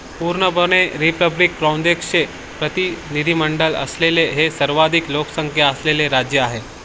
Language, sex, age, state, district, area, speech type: Marathi, male, 18-30, Maharashtra, Nanded, rural, read